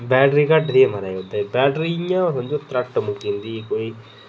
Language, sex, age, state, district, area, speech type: Dogri, male, 18-30, Jammu and Kashmir, Reasi, rural, spontaneous